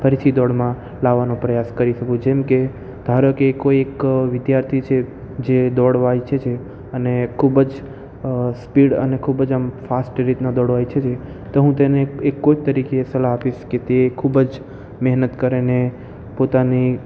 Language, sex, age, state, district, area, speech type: Gujarati, male, 18-30, Gujarat, Ahmedabad, urban, spontaneous